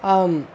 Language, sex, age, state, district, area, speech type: Tamil, male, 30-45, Tamil Nadu, Krishnagiri, rural, read